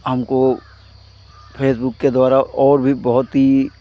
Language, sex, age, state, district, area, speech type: Hindi, male, 45-60, Uttar Pradesh, Hardoi, rural, spontaneous